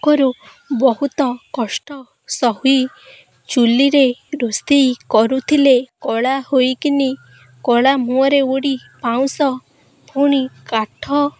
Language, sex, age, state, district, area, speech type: Odia, female, 18-30, Odisha, Kendrapara, urban, spontaneous